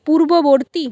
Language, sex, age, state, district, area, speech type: Bengali, female, 18-30, West Bengal, Jhargram, rural, read